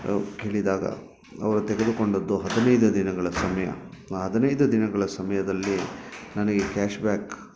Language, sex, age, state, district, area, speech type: Kannada, male, 30-45, Karnataka, Bangalore Urban, urban, spontaneous